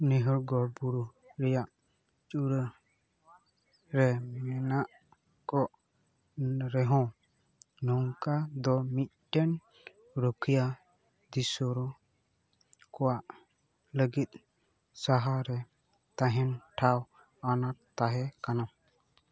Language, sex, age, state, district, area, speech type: Santali, male, 18-30, West Bengal, Purba Bardhaman, rural, read